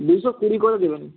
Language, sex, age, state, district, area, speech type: Bengali, male, 18-30, West Bengal, Nadia, rural, conversation